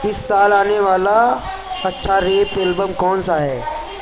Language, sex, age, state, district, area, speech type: Urdu, male, 30-45, Uttar Pradesh, Mau, urban, read